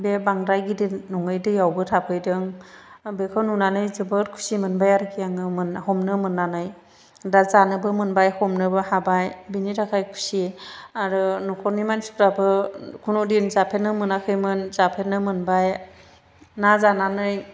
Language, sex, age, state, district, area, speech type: Bodo, female, 45-60, Assam, Chirang, urban, spontaneous